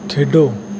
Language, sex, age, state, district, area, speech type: Punjabi, male, 18-30, Punjab, Bathinda, urban, read